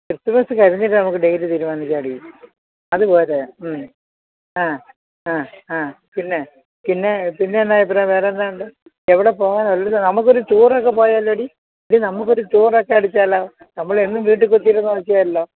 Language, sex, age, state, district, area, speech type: Malayalam, female, 60+, Kerala, Thiruvananthapuram, urban, conversation